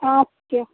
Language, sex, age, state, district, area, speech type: Bengali, female, 45-60, West Bengal, Uttar Dinajpur, urban, conversation